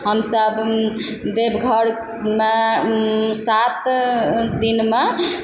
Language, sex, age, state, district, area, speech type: Maithili, male, 45-60, Bihar, Supaul, rural, spontaneous